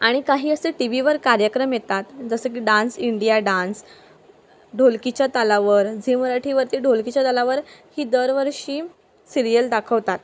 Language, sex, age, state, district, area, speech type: Marathi, female, 18-30, Maharashtra, Palghar, rural, spontaneous